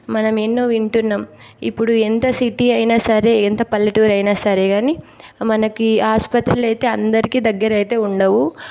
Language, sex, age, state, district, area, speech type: Telugu, female, 18-30, Telangana, Nagarkurnool, rural, spontaneous